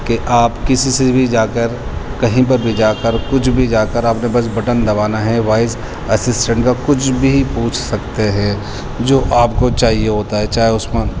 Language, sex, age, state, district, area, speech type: Urdu, male, 30-45, Delhi, East Delhi, urban, spontaneous